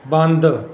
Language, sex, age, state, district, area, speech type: Punjabi, male, 30-45, Punjab, Patiala, urban, read